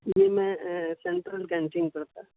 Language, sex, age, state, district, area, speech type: Urdu, male, 18-30, Delhi, South Delhi, urban, conversation